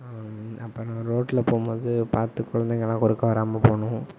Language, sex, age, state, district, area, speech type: Tamil, male, 30-45, Tamil Nadu, Tiruvarur, rural, spontaneous